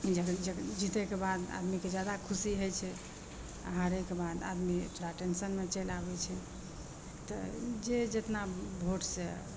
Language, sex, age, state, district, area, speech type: Maithili, female, 45-60, Bihar, Madhepura, urban, spontaneous